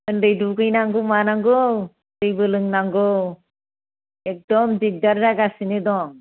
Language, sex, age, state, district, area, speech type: Bodo, female, 45-60, Assam, Chirang, rural, conversation